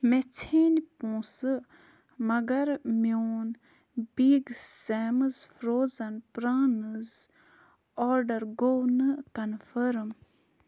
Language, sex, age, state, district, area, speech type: Kashmiri, female, 30-45, Jammu and Kashmir, Budgam, rural, read